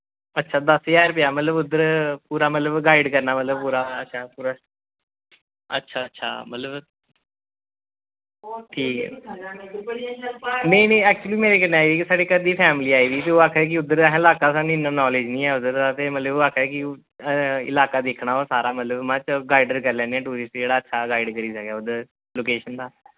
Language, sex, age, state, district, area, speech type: Dogri, male, 30-45, Jammu and Kashmir, Samba, rural, conversation